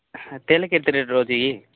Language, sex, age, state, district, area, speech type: Odia, male, 18-30, Odisha, Nabarangpur, urban, conversation